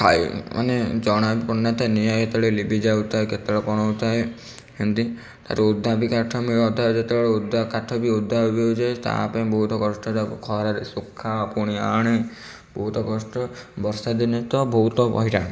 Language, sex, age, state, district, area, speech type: Odia, male, 18-30, Odisha, Bhadrak, rural, spontaneous